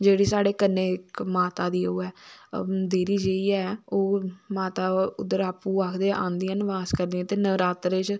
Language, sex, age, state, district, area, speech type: Dogri, female, 18-30, Jammu and Kashmir, Samba, rural, spontaneous